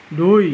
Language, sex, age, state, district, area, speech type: Assamese, male, 30-45, Assam, Nalbari, rural, read